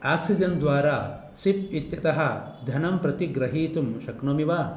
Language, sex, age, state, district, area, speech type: Sanskrit, male, 45-60, Karnataka, Bangalore Urban, urban, read